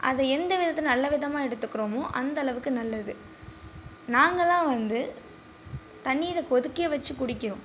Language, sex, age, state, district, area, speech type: Tamil, female, 18-30, Tamil Nadu, Nagapattinam, rural, spontaneous